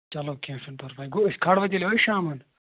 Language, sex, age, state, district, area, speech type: Kashmiri, male, 18-30, Jammu and Kashmir, Anantnag, rural, conversation